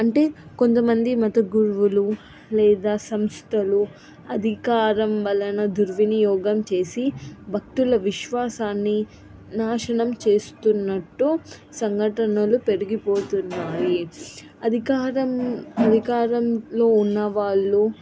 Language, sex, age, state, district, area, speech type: Telugu, female, 30-45, Telangana, Siddipet, urban, spontaneous